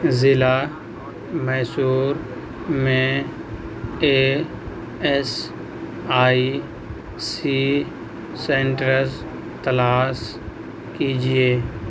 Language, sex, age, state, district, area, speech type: Urdu, male, 18-30, Bihar, Purnia, rural, read